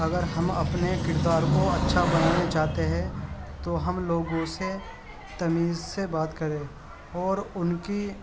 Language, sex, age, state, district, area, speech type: Urdu, male, 18-30, Uttar Pradesh, Gautam Buddha Nagar, urban, spontaneous